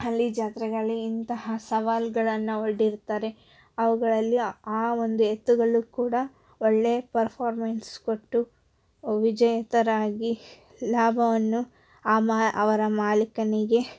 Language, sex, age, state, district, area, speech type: Kannada, female, 18-30, Karnataka, Koppal, rural, spontaneous